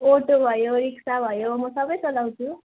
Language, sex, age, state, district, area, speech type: Nepali, female, 18-30, West Bengal, Jalpaiguri, rural, conversation